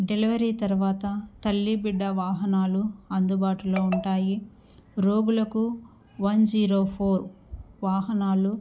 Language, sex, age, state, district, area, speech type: Telugu, female, 45-60, Andhra Pradesh, Kurnool, rural, spontaneous